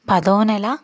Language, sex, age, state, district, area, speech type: Telugu, female, 30-45, Andhra Pradesh, Guntur, urban, spontaneous